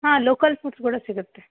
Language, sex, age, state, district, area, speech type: Kannada, female, 18-30, Karnataka, Vijayanagara, rural, conversation